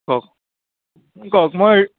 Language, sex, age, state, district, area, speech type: Assamese, male, 18-30, Assam, Majuli, urban, conversation